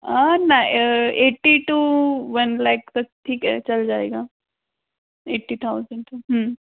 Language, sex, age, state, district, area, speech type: Hindi, female, 60+, Madhya Pradesh, Bhopal, urban, conversation